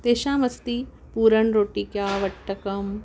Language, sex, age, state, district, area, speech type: Sanskrit, female, 60+, Maharashtra, Wardha, urban, spontaneous